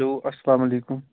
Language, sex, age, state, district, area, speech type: Kashmiri, male, 18-30, Jammu and Kashmir, Shopian, urban, conversation